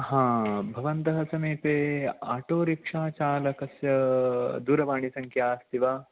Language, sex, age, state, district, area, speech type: Sanskrit, male, 18-30, Karnataka, Uttara Kannada, urban, conversation